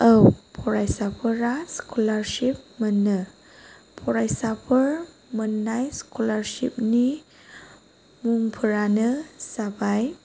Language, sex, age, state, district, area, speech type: Bodo, female, 30-45, Assam, Chirang, rural, spontaneous